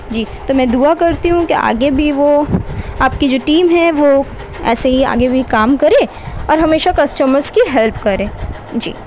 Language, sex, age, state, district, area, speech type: Urdu, female, 18-30, West Bengal, Kolkata, urban, spontaneous